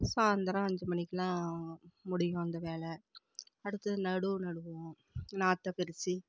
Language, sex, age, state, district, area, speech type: Tamil, female, 45-60, Tamil Nadu, Tiruvarur, rural, spontaneous